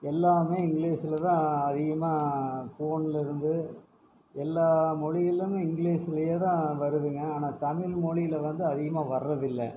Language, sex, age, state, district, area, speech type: Tamil, male, 45-60, Tamil Nadu, Erode, rural, spontaneous